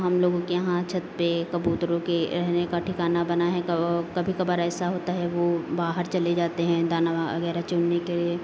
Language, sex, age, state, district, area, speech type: Hindi, female, 30-45, Uttar Pradesh, Lucknow, rural, spontaneous